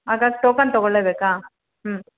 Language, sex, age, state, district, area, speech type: Kannada, female, 30-45, Karnataka, Ramanagara, urban, conversation